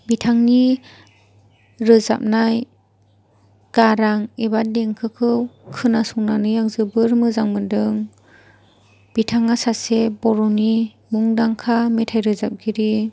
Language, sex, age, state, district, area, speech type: Bodo, female, 18-30, Assam, Chirang, rural, spontaneous